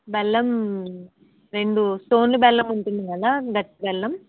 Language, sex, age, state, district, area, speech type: Telugu, female, 30-45, Andhra Pradesh, Kakinada, rural, conversation